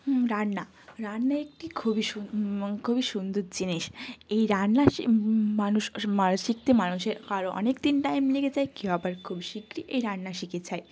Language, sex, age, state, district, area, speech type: Bengali, female, 18-30, West Bengal, Jalpaiguri, rural, spontaneous